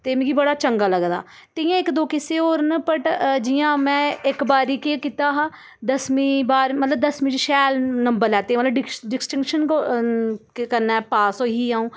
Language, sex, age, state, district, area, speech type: Dogri, female, 30-45, Jammu and Kashmir, Udhampur, urban, spontaneous